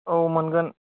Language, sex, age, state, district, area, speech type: Bodo, male, 18-30, Assam, Kokrajhar, rural, conversation